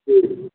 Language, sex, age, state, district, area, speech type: Urdu, male, 18-30, Bihar, Purnia, rural, conversation